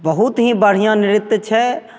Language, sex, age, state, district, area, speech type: Maithili, male, 30-45, Bihar, Begusarai, urban, spontaneous